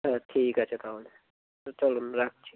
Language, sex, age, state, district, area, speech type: Bengali, male, 18-30, West Bengal, Bankura, urban, conversation